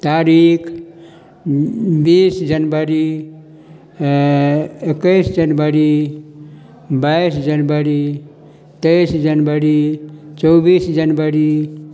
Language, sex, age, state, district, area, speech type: Maithili, male, 60+, Bihar, Darbhanga, rural, spontaneous